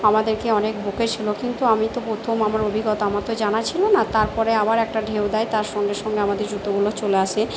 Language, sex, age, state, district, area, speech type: Bengali, female, 45-60, West Bengal, Purba Bardhaman, urban, spontaneous